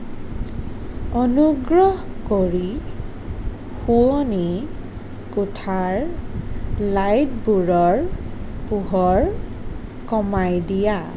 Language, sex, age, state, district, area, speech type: Assamese, female, 18-30, Assam, Nagaon, rural, read